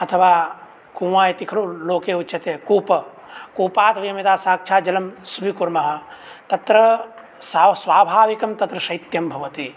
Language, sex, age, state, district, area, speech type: Sanskrit, male, 18-30, Bihar, Begusarai, rural, spontaneous